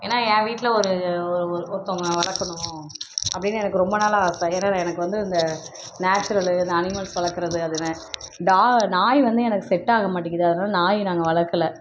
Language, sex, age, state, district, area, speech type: Tamil, female, 30-45, Tamil Nadu, Perambalur, rural, spontaneous